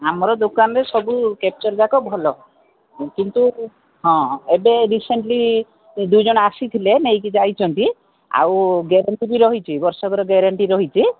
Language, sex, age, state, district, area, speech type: Odia, female, 45-60, Odisha, Koraput, urban, conversation